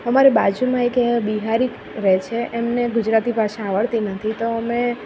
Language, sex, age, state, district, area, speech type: Gujarati, female, 30-45, Gujarat, Kheda, rural, spontaneous